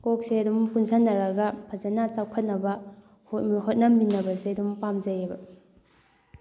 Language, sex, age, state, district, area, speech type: Manipuri, female, 18-30, Manipur, Thoubal, rural, spontaneous